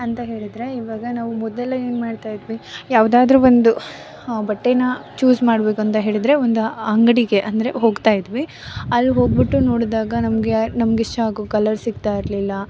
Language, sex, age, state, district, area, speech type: Kannada, female, 18-30, Karnataka, Mysore, rural, spontaneous